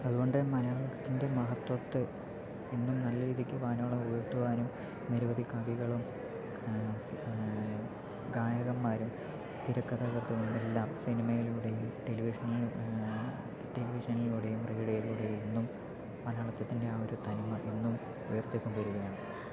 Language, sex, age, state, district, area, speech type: Malayalam, male, 18-30, Kerala, Palakkad, rural, spontaneous